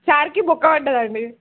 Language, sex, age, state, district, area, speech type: Telugu, female, 18-30, Telangana, Nirmal, rural, conversation